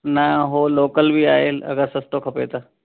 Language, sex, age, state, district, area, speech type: Sindhi, male, 45-60, Delhi, South Delhi, urban, conversation